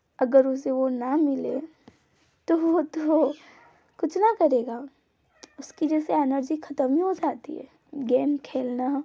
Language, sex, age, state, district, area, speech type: Hindi, female, 18-30, Madhya Pradesh, Ujjain, urban, spontaneous